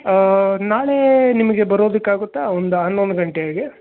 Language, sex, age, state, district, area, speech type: Kannada, male, 30-45, Karnataka, Bangalore Urban, rural, conversation